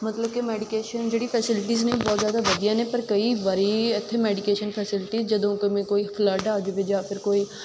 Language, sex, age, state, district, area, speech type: Punjabi, female, 18-30, Punjab, Fatehgarh Sahib, rural, spontaneous